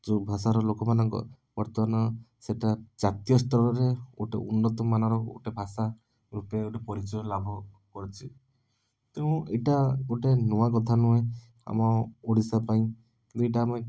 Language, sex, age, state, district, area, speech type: Odia, male, 18-30, Odisha, Puri, urban, spontaneous